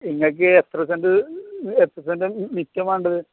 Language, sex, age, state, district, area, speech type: Malayalam, male, 18-30, Kerala, Malappuram, urban, conversation